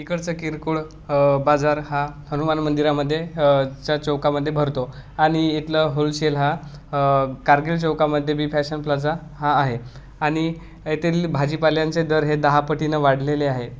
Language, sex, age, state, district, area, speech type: Marathi, male, 18-30, Maharashtra, Gadchiroli, rural, spontaneous